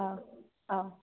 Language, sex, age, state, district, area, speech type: Bodo, female, 18-30, Assam, Kokrajhar, rural, conversation